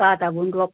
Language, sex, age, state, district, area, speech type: Bodo, female, 60+, Assam, Kokrajhar, urban, conversation